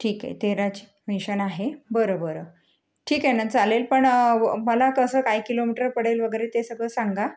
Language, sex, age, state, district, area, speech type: Marathi, female, 30-45, Maharashtra, Amravati, urban, spontaneous